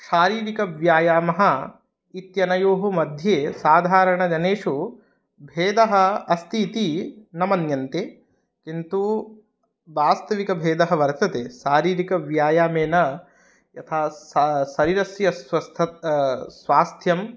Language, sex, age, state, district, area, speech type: Sanskrit, male, 18-30, Odisha, Puri, rural, spontaneous